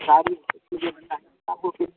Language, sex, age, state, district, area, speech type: Hindi, male, 30-45, Madhya Pradesh, Hoshangabad, rural, conversation